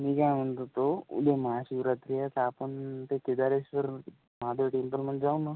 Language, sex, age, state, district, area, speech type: Marathi, male, 30-45, Maharashtra, Yavatmal, rural, conversation